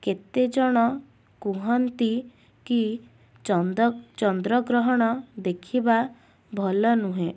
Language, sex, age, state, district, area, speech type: Odia, female, 18-30, Odisha, Cuttack, urban, spontaneous